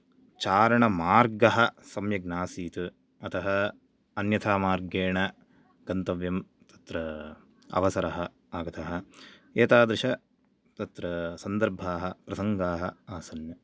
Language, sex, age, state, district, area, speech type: Sanskrit, male, 18-30, Karnataka, Chikkamagaluru, urban, spontaneous